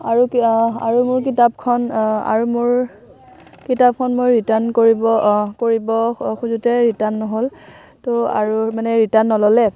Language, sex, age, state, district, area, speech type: Assamese, female, 18-30, Assam, Kamrup Metropolitan, rural, spontaneous